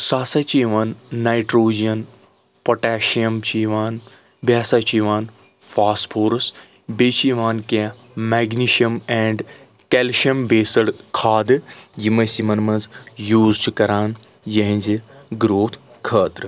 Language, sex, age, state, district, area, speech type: Kashmiri, male, 30-45, Jammu and Kashmir, Anantnag, rural, spontaneous